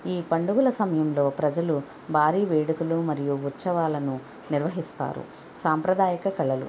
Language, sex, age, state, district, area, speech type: Telugu, female, 45-60, Andhra Pradesh, Konaseema, rural, spontaneous